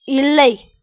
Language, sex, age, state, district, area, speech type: Tamil, female, 30-45, Tamil Nadu, Cuddalore, rural, read